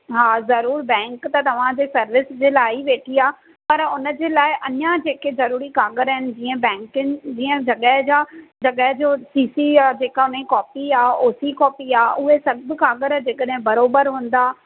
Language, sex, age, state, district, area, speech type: Sindhi, female, 30-45, Maharashtra, Thane, urban, conversation